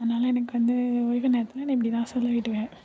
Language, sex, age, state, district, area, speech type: Tamil, female, 18-30, Tamil Nadu, Thanjavur, urban, spontaneous